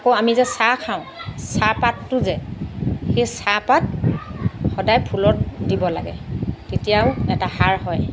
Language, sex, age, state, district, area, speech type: Assamese, female, 45-60, Assam, Lakhimpur, rural, spontaneous